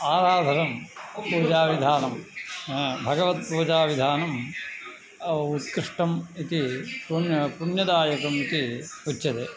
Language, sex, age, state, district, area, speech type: Sanskrit, male, 45-60, Tamil Nadu, Tiruvannamalai, urban, spontaneous